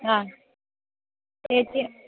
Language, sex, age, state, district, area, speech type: Malayalam, female, 30-45, Kerala, Idukki, rural, conversation